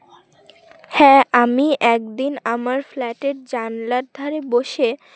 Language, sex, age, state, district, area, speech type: Bengali, female, 18-30, West Bengal, Uttar Dinajpur, urban, spontaneous